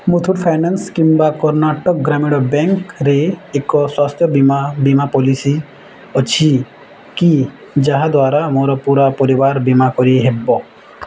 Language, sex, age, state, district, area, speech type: Odia, male, 18-30, Odisha, Bargarh, urban, read